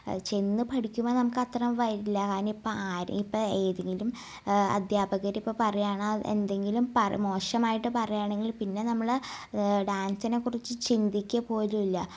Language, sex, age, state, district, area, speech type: Malayalam, female, 18-30, Kerala, Ernakulam, rural, spontaneous